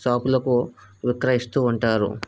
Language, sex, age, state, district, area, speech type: Telugu, male, 18-30, Andhra Pradesh, Vizianagaram, rural, spontaneous